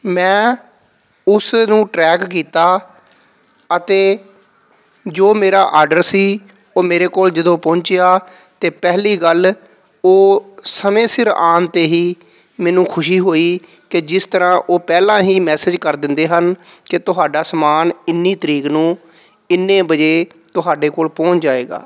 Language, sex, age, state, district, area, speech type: Punjabi, male, 45-60, Punjab, Pathankot, rural, spontaneous